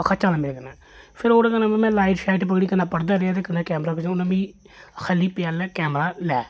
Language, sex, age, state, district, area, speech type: Dogri, male, 30-45, Jammu and Kashmir, Jammu, urban, spontaneous